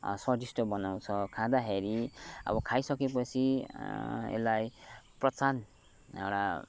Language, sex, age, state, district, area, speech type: Nepali, male, 30-45, West Bengal, Kalimpong, rural, spontaneous